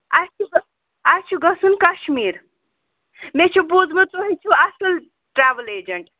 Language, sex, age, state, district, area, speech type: Kashmiri, female, 30-45, Jammu and Kashmir, Srinagar, urban, conversation